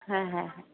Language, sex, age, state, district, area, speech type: Bengali, female, 30-45, West Bengal, Darjeeling, rural, conversation